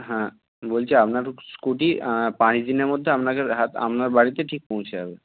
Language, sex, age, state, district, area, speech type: Bengali, male, 60+, West Bengal, Purba Medinipur, rural, conversation